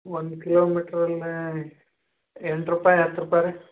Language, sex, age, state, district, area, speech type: Kannada, male, 30-45, Karnataka, Gadag, rural, conversation